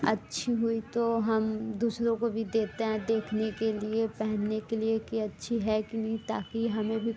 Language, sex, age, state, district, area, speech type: Hindi, female, 18-30, Uttar Pradesh, Mirzapur, urban, spontaneous